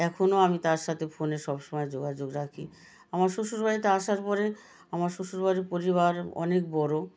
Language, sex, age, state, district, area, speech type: Bengali, female, 60+, West Bengal, South 24 Parganas, rural, spontaneous